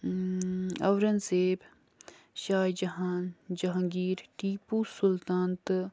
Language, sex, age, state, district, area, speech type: Kashmiri, female, 18-30, Jammu and Kashmir, Kulgam, rural, spontaneous